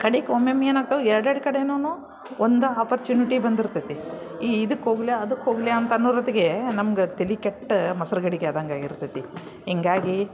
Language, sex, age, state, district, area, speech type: Kannada, female, 45-60, Karnataka, Dharwad, urban, spontaneous